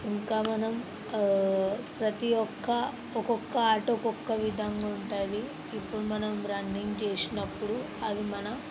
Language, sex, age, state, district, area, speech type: Telugu, female, 18-30, Telangana, Sangareddy, urban, spontaneous